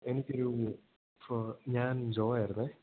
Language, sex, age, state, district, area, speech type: Malayalam, male, 18-30, Kerala, Idukki, rural, conversation